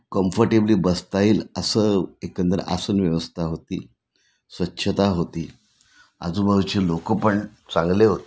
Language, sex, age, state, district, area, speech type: Marathi, male, 60+, Maharashtra, Nashik, urban, spontaneous